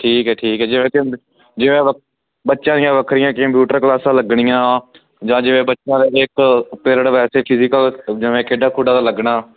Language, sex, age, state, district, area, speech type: Punjabi, male, 18-30, Punjab, Firozpur, rural, conversation